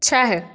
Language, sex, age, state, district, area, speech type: Hindi, female, 18-30, Madhya Pradesh, Ujjain, urban, read